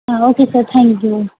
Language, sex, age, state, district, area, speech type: Marathi, female, 18-30, Maharashtra, Washim, urban, conversation